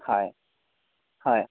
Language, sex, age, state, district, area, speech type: Assamese, male, 30-45, Assam, Sivasagar, rural, conversation